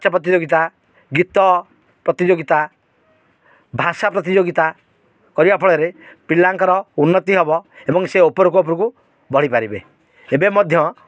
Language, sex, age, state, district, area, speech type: Odia, male, 45-60, Odisha, Kendrapara, urban, spontaneous